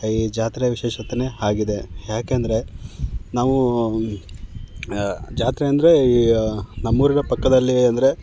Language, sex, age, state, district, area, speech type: Kannada, male, 30-45, Karnataka, Chamarajanagar, rural, spontaneous